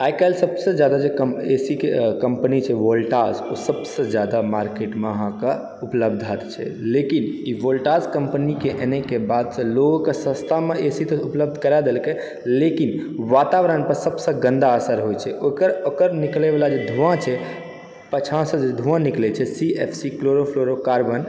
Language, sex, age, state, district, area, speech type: Maithili, male, 30-45, Bihar, Supaul, urban, spontaneous